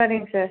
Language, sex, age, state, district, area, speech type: Tamil, female, 30-45, Tamil Nadu, Dharmapuri, rural, conversation